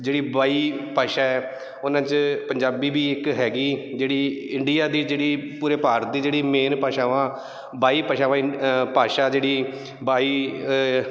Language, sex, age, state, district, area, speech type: Punjabi, male, 30-45, Punjab, Bathinda, urban, spontaneous